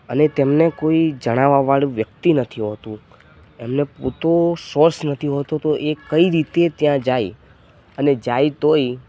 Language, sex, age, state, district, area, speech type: Gujarati, male, 18-30, Gujarat, Narmada, rural, spontaneous